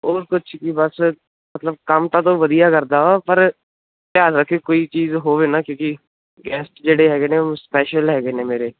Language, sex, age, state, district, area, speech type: Punjabi, male, 18-30, Punjab, Ludhiana, urban, conversation